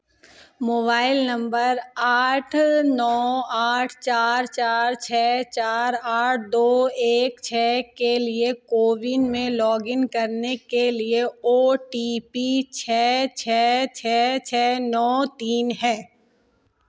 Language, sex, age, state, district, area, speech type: Hindi, female, 30-45, Madhya Pradesh, Katni, urban, read